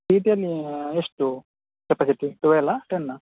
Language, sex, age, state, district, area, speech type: Kannada, male, 30-45, Karnataka, Udupi, rural, conversation